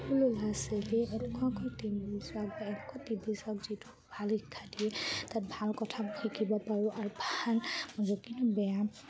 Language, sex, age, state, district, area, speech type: Assamese, female, 45-60, Assam, Charaideo, rural, spontaneous